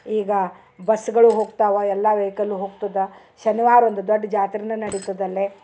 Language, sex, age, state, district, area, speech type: Kannada, female, 60+, Karnataka, Dharwad, rural, spontaneous